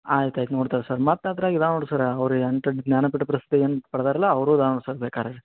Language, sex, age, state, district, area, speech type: Kannada, male, 45-60, Karnataka, Belgaum, rural, conversation